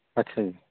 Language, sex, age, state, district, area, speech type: Punjabi, male, 30-45, Punjab, Bathinda, rural, conversation